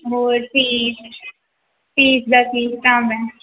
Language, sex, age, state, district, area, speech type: Punjabi, female, 18-30, Punjab, Hoshiarpur, rural, conversation